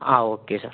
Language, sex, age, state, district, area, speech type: Malayalam, male, 60+, Kerala, Wayanad, rural, conversation